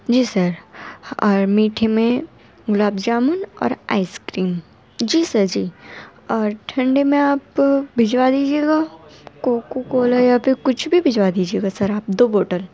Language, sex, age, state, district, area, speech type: Urdu, female, 18-30, Delhi, North East Delhi, urban, spontaneous